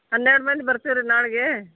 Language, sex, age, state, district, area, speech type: Kannada, female, 60+, Karnataka, Gadag, rural, conversation